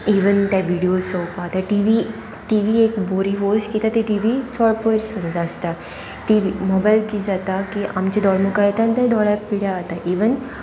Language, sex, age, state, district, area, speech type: Goan Konkani, female, 18-30, Goa, Sanguem, rural, spontaneous